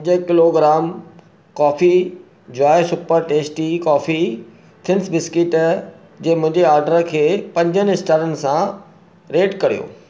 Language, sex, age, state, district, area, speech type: Sindhi, male, 45-60, Maharashtra, Thane, urban, read